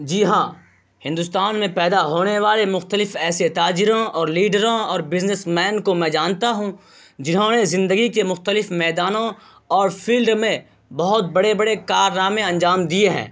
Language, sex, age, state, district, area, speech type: Urdu, male, 18-30, Bihar, Purnia, rural, spontaneous